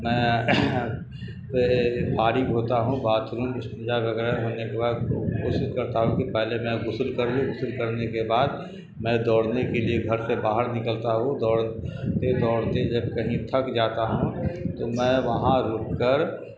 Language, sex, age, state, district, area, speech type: Urdu, male, 45-60, Bihar, Darbhanga, urban, spontaneous